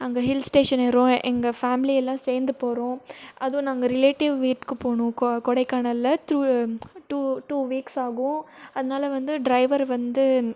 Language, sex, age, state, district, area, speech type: Tamil, female, 18-30, Tamil Nadu, Krishnagiri, rural, spontaneous